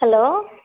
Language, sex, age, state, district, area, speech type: Telugu, female, 30-45, Andhra Pradesh, Nandyal, rural, conversation